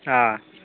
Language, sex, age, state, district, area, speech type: Assamese, male, 30-45, Assam, Biswanath, rural, conversation